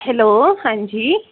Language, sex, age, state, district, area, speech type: Punjabi, female, 18-30, Punjab, Fazilka, rural, conversation